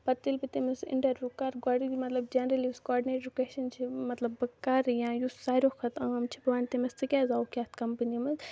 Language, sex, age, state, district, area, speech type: Kashmiri, female, 18-30, Jammu and Kashmir, Kupwara, rural, spontaneous